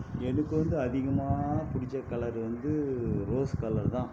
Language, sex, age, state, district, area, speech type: Tamil, male, 60+, Tamil Nadu, Viluppuram, rural, spontaneous